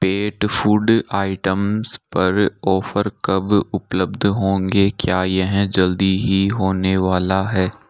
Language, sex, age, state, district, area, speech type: Hindi, male, 18-30, Rajasthan, Jaipur, urban, read